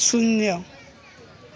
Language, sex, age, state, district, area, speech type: Marathi, male, 18-30, Maharashtra, Thane, urban, read